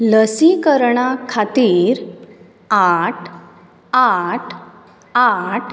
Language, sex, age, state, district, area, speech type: Goan Konkani, female, 30-45, Goa, Bardez, urban, read